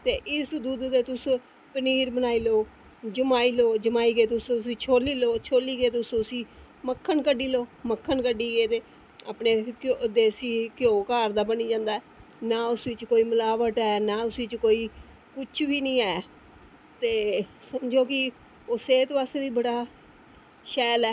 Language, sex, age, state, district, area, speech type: Dogri, female, 45-60, Jammu and Kashmir, Jammu, urban, spontaneous